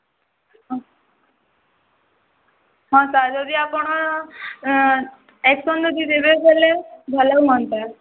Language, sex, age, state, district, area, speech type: Odia, female, 18-30, Odisha, Balangir, urban, conversation